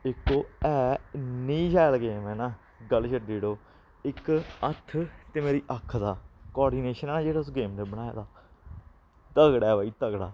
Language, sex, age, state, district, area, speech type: Dogri, male, 18-30, Jammu and Kashmir, Samba, urban, spontaneous